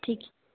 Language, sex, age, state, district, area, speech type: Bengali, female, 18-30, West Bengal, Paschim Bardhaman, rural, conversation